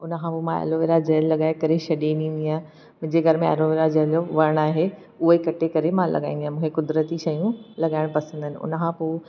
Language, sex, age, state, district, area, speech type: Sindhi, female, 30-45, Maharashtra, Thane, urban, spontaneous